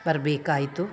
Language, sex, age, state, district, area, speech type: Kannada, female, 45-60, Karnataka, Dakshina Kannada, rural, spontaneous